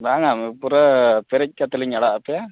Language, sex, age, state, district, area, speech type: Santali, male, 45-60, Odisha, Mayurbhanj, rural, conversation